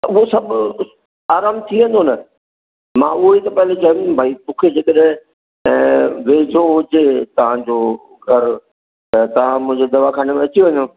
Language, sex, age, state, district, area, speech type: Sindhi, male, 60+, Madhya Pradesh, Katni, rural, conversation